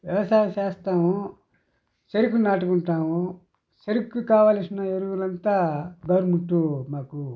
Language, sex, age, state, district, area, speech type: Telugu, male, 60+, Andhra Pradesh, Sri Balaji, rural, spontaneous